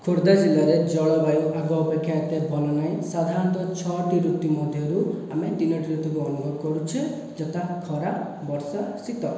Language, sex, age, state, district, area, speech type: Odia, male, 18-30, Odisha, Khordha, rural, spontaneous